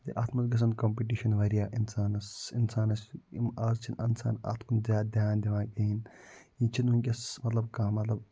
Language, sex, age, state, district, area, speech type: Kashmiri, male, 45-60, Jammu and Kashmir, Budgam, urban, spontaneous